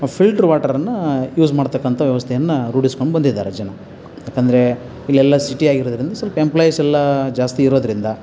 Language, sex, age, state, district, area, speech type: Kannada, male, 30-45, Karnataka, Koppal, rural, spontaneous